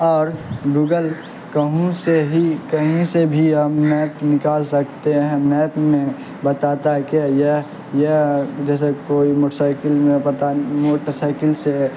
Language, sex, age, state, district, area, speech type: Urdu, male, 18-30, Bihar, Saharsa, rural, spontaneous